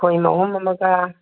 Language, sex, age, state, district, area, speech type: Manipuri, female, 60+, Manipur, Kangpokpi, urban, conversation